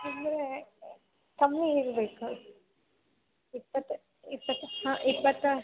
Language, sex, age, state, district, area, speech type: Kannada, female, 18-30, Karnataka, Gadag, urban, conversation